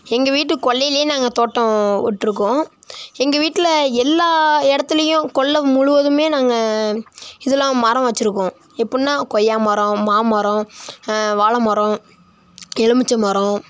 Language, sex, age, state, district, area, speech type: Tamil, male, 18-30, Tamil Nadu, Nagapattinam, rural, spontaneous